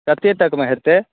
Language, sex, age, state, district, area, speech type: Maithili, male, 18-30, Bihar, Darbhanga, rural, conversation